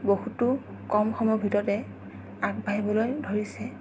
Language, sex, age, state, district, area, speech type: Assamese, female, 18-30, Assam, Sonitpur, rural, spontaneous